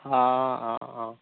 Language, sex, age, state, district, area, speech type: Assamese, male, 60+, Assam, Golaghat, urban, conversation